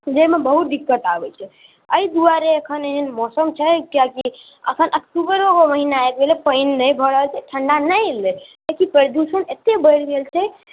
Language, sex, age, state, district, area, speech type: Maithili, male, 18-30, Bihar, Muzaffarpur, urban, conversation